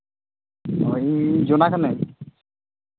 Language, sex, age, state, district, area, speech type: Santali, male, 18-30, Jharkhand, Pakur, rural, conversation